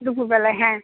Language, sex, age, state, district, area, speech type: Bengali, female, 60+, West Bengal, Birbhum, urban, conversation